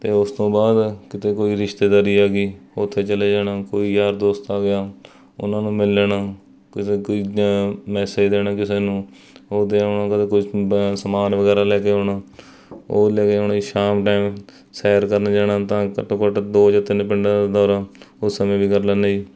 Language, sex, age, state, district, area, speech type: Punjabi, male, 30-45, Punjab, Mohali, rural, spontaneous